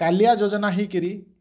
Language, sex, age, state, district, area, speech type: Odia, male, 45-60, Odisha, Bargarh, rural, spontaneous